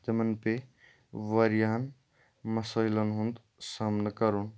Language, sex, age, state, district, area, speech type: Kashmiri, male, 30-45, Jammu and Kashmir, Kupwara, urban, spontaneous